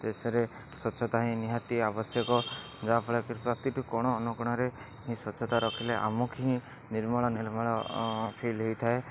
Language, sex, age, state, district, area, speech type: Odia, male, 60+, Odisha, Rayagada, rural, spontaneous